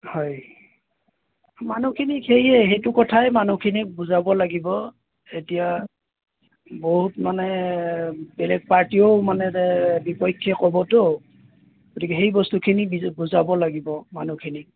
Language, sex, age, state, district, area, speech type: Assamese, male, 45-60, Assam, Golaghat, rural, conversation